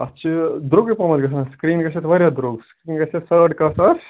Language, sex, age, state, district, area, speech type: Kashmiri, male, 18-30, Jammu and Kashmir, Ganderbal, rural, conversation